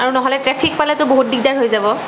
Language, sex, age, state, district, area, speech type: Assamese, female, 30-45, Assam, Barpeta, urban, spontaneous